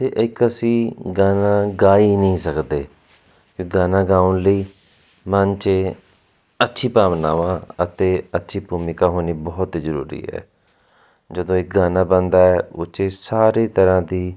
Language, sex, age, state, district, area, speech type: Punjabi, male, 30-45, Punjab, Jalandhar, urban, spontaneous